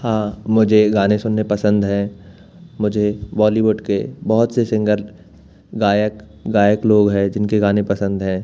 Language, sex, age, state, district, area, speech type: Hindi, male, 18-30, Madhya Pradesh, Jabalpur, urban, spontaneous